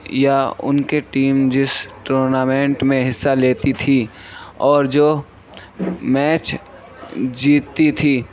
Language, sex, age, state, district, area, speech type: Urdu, male, 18-30, Uttar Pradesh, Gautam Buddha Nagar, rural, spontaneous